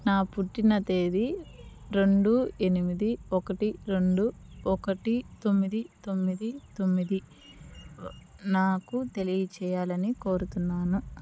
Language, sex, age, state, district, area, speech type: Telugu, female, 30-45, Andhra Pradesh, Nellore, urban, spontaneous